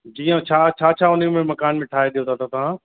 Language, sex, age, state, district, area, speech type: Sindhi, male, 30-45, Uttar Pradesh, Lucknow, rural, conversation